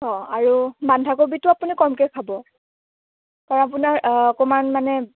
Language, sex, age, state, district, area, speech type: Assamese, female, 18-30, Assam, Nalbari, rural, conversation